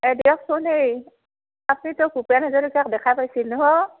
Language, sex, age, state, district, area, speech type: Assamese, female, 45-60, Assam, Barpeta, rural, conversation